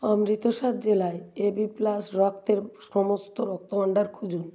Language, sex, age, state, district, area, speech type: Bengali, female, 60+, West Bengal, South 24 Parganas, rural, read